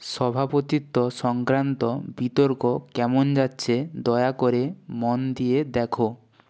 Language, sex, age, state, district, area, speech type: Bengali, male, 30-45, West Bengal, Purba Medinipur, rural, read